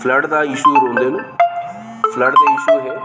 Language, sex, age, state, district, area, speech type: Dogri, male, 45-60, Jammu and Kashmir, Reasi, urban, spontaneous